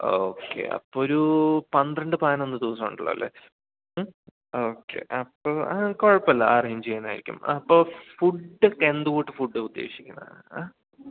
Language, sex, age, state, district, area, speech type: Malayalam, male, 18-30, Kerala, Idukki, rural, conversation